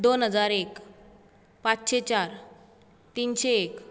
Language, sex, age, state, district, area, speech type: Goan Konkani, female, 18-30, Goa, Bardez, rural, spontaneous